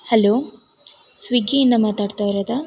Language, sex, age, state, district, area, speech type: Kannada, female, 18-30, Karnataka, Tumkur, rural, spontaneous